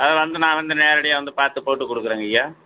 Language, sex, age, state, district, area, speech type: Tamil, male, 60+, Tamil Nadu, Tiruchirappalli, rural, conversation